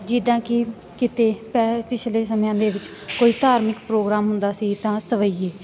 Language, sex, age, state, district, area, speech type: Punjabi, female, 18-30, Punjab, Sangrur, rural, spontaneous